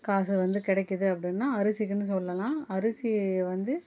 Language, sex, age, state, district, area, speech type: Tamil, female, 30-45, Tamil Nadu, Chennai, urban, spontaneous